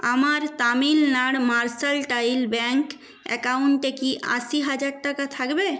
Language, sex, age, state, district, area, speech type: Bengali, female, 30-45, West Bengal, Nadia, rural, read